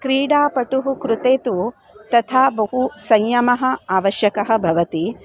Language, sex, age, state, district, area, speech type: Sanskrit, female, 60+, Karnataka, Dharwad, urban, spontaneous